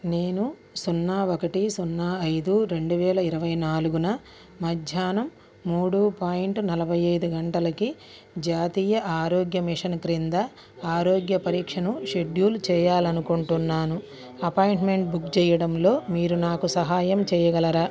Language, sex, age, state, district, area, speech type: Telugu, female, 45-60, Andhra Pradesh, Bapatla, urban, read